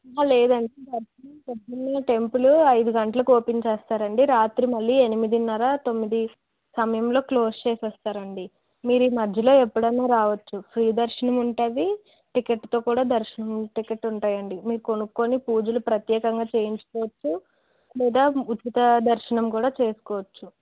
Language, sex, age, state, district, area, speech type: Telugu, female, 18-30, Andhra Pradesh, Anakapalli, urban, conversation